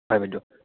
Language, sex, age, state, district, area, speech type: Assamese, male, 18-30, Assam, Goalpara, rural, conversation